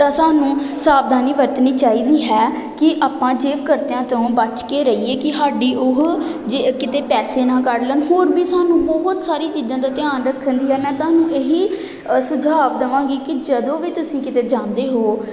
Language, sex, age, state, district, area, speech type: Punjabi, female, 18-30, Punjab, Pathankot, urban, spontaneous